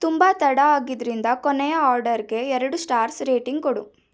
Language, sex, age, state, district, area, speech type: Kannada, female, 18-30, Karnataka, Shimoga, rural, read